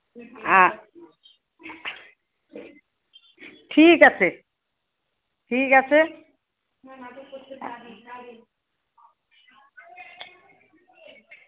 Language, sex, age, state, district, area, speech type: Bengali, female, 30-45, West Bengal, Alipurduar, rural, conversation